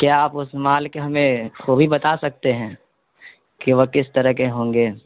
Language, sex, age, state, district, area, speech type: Urdu, male, 30-45, Bihar, East Champaran, urban, conversation